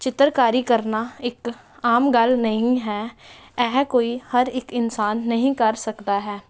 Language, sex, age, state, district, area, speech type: Punjabi, female, 18-30, Punjab, Jalandhar, urban, spontaneous